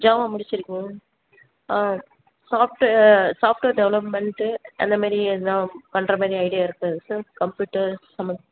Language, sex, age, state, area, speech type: Tamil, female, 30-45, Tamil Nadu, urban, conversation